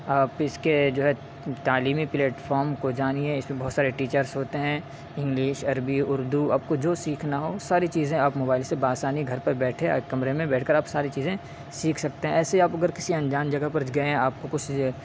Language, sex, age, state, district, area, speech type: Urdu, male, 18-30, Uttar Pradesh, Saharanpur, urban, spontaneous